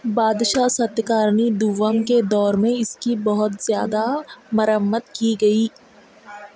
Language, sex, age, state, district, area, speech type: Urdu, female, 18-30, Telangana, Hyderabad, urban, read